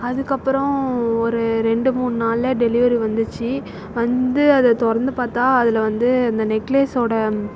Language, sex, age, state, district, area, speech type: Tamil, female, 45-60, Tamil Nadu, Tiruvarur, rural, spontaneous